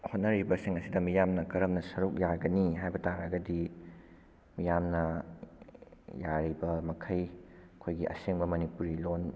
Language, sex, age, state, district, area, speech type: Manipuri, male, 18-30, Manipur, Bishnupur, rural, spontaneous